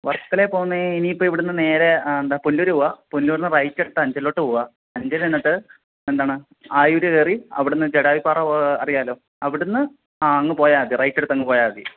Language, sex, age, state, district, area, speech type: Malayalam, male, 18-30, Kerala, Kollam, rural, conversation